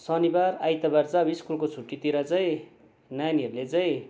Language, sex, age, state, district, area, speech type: Nepali, male, 45-60, West Bengal, Darjeeling, rural, spontaneous